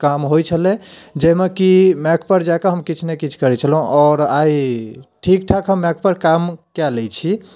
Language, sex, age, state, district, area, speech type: Maithili, male, 30-45, Bihar, Darbhanga, urban, spontaneous